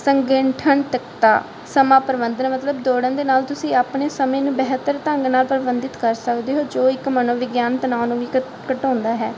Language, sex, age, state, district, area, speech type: Punjabi, female, 30-45, Punjab, Barnala, rural, spontaneous